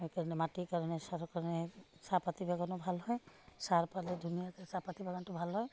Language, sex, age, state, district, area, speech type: Assamese, female, 45-60, Assam, Udalguri, rural, spontaneous